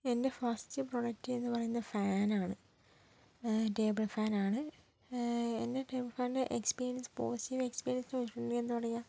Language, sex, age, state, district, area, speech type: Malayalam, female, 18-30, Kerala, Kozhikode, urban, spontaneous